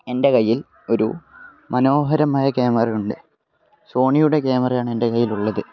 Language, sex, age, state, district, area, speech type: Malayalam, male, 18-30, Kerala, Kannur, rural, spontaneous